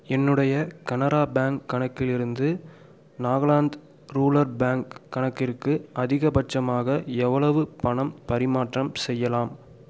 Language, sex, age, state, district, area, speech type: Tamil, male, 18-30, Tamil Nadu, Pudukkottai, rural, read